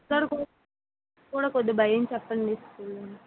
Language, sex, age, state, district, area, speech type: Telugu, female, 30-45, Andhra Pradesh, Vizianagaram, rural, conversation